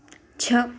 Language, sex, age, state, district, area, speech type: Hindi, female, 18-30, Madhya Pradesh, Ujjain, urban, read